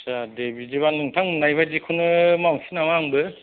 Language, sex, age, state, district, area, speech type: Bodo, male, 45-60, Assam, Kokrajhar, rural, conversation